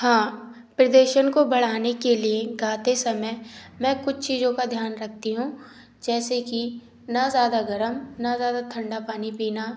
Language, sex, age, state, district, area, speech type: Hindi, female, 18-30, Madhya Pradesh, Gwalior, urban, spontaneous